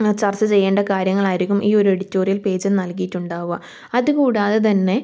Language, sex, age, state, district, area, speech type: Malayalam, female, 18-30, Kerala, Kannur, rural, spontaneous